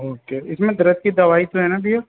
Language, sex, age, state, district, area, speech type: Hindi, male, 18-30, Rajasthan, Jaipur, urban, conversation